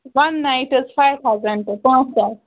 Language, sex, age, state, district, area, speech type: Kashmiri, female, 18-30, Jammu and Kashmir, Baramulla, rural, conversation